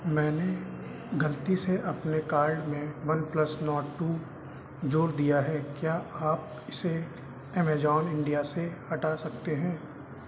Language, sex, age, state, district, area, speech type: Hindi, male, 30-45, Uttar Pradesh, Sitapur, rural, read